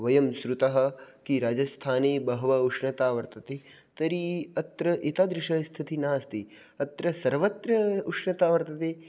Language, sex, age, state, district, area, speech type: Sanskrit, male, 18-30, Rajasthan, Jodhpur, rural, spontaneous